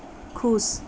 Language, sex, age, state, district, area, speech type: Hindi, female, 30-45, Uttar Pradesh, Chandauli, rural, read